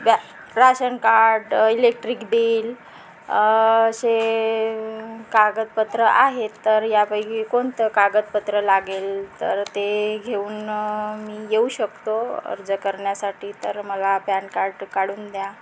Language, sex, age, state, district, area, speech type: Marathi, female, 30-45, Maharashtra, Nagpur, rural, spontaneous